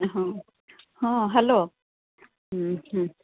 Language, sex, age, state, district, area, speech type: Odia, female, 60+, Odisha, Gajapati, rural, conversation